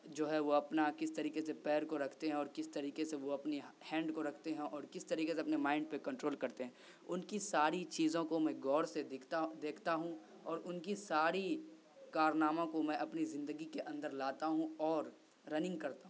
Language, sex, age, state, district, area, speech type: Urdu, male, 18-30, Bihar, Saharsa, rural, spontaneous